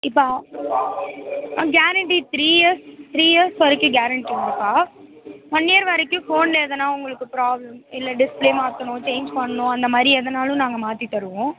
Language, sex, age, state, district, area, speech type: Tamil, female, 18-30, Tamil Nadu, Mayiladuthurai, urban, conversation